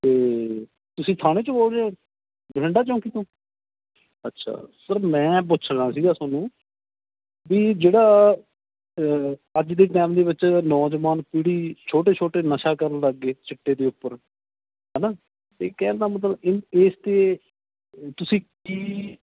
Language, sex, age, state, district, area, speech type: Punjabi, male, 30-45, Punjab, Bathinda, rural, conversation